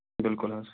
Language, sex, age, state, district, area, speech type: Kashmiri, male, 30-45, Jammu and Kashmir, Anantnag, rural, conversation